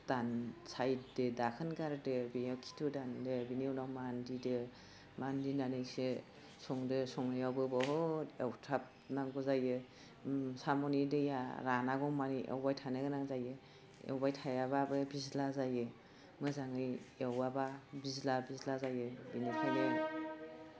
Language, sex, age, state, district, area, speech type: Bodo, female, 45-60, Assam, Udalguri, urban, spontaneous